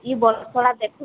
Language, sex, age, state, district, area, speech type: Odia, female, 18-30, Odisha, Sambalpur, rural, conversation